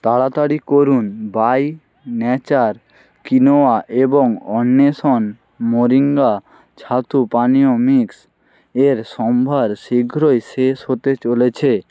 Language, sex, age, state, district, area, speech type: Bengali, male, 18-30, West Bengal, Jalpaiguri, rural, read